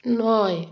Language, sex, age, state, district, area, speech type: Bengali, female, 60+, West Bengal, South 24 Parganas, rural, read